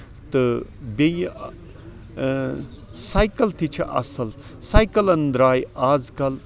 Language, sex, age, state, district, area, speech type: Kashmiri, male, 45-60, Jammu and Kashmir, Srinagar, rural, spontaneous